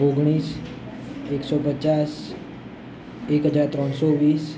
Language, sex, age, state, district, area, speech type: Gujarati, male, 18-30, Gujarat, Ahmedabad, urban, spontaneous